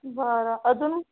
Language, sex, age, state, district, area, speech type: Marathi, female, 30-45, Maharashtra, Wardha, rural, conversation